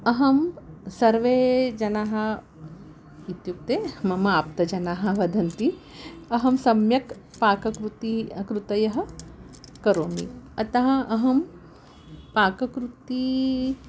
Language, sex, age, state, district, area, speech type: Sanskrit, female, 60+, Maharashtra, Wardha, urban, spontaneous